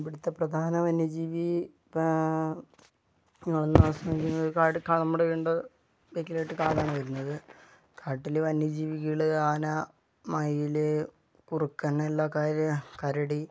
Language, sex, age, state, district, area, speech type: Malayalam, male, 18-30, Kerala, Wayanad, rural, spontaneous